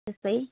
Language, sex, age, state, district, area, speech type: Nepali, female, 30-45, West Bengal, Jalpaiguri, urban, conversation